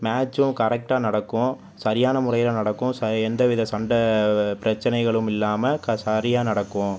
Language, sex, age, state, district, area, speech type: Tamil, male, 18-30, Tamil Nadu, Pudukkottai, rural, spontaneous